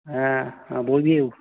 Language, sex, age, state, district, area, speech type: Hindi, male, 18-30, Rajasthan, Jaipur, urban, conversation